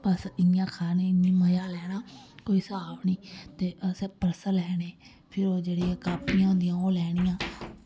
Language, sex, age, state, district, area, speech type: Dogri, female, 30-45, Jammu and Kashmir, Samba, rural, spontaneous